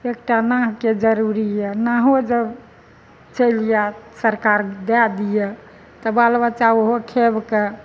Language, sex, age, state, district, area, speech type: Maithili, female, 60+, Bihar, Madhepura, urban, spontaneous